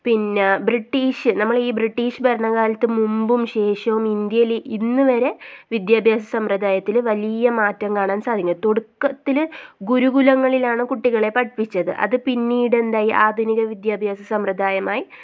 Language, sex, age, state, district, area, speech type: Malayalam, female, 30-45, Kerala, Kasaragod, rural, spontaneous